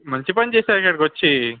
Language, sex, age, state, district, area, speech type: Telugu, male, 18-30, Andhra Pradesh, Visakhapatnam, urban, conversation